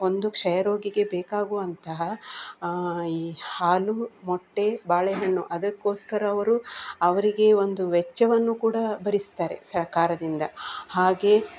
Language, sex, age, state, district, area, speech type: Kannada, female, 45-60, Karnataka, Udupi, rural, spontaneous